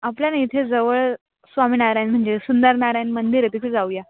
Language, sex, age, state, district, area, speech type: Marathi, female, 18-30, Maharashtra, Nashik, urban, conversation